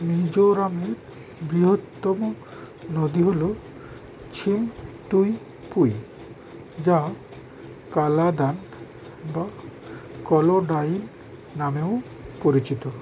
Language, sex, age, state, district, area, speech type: Bengali, male, 60+, West Bengal, Howrah, urban, read